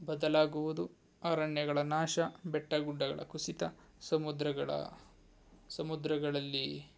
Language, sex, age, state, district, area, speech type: Kannada, male, 18-30, Karnataka, Tumkur, rural, spontaneous